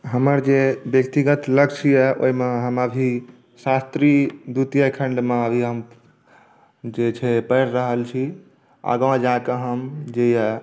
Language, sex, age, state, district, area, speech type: Maithili, male, 30-45, Bihar, Saharsa, urban, spontaneous